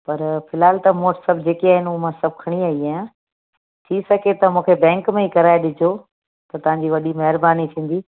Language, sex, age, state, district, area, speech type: Sindhi, female, 45-60, Gujarat, Kutch, urban, conversation